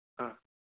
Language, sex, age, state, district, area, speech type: Malayalam, male, 18-30, Kerala, Idukki, rural, conversation